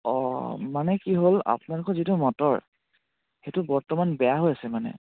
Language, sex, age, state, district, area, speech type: Assamese, male, 18-30, Assam, Charaideo, rural, conversation